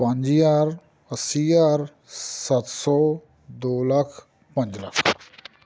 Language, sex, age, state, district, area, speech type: Punjabi, male, 45-60, Punjab, Amritsar, rural, spontaneous